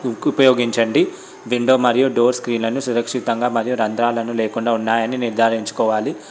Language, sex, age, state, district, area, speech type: Telugu, male, 18-30, Telangana, Vikarabad, urban, spontaneous